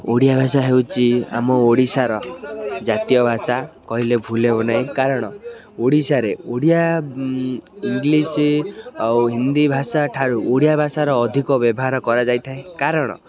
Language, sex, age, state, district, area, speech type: Odia, male, 18-30, Odisha, Kendrapara, urban, spontaneous